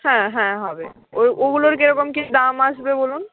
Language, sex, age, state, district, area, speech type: Bengali, female, 45-60, West Bengal, Nadia, urban, conversation